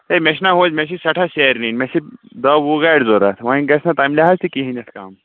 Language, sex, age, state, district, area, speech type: Kashmiri, male, 18-30, Jammu and Kashmir, Anantnag, rural, conversation